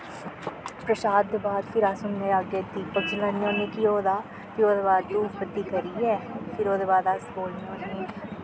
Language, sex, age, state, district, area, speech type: Dogri, female, 18-30, Jammu and Kashmir, Samba, urban, spontaneous